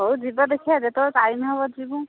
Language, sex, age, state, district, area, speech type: Odia, female, 45-60, Odisha, Angul, rural, conversation